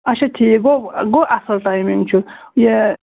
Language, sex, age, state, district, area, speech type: Kashmiri, male, 30-45, Jammu and Kashmir, Pulwama, rural, conversation